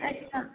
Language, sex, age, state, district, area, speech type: Dogri, female, 18-30, Jammu and Kashmir, Kathua, rural, conversation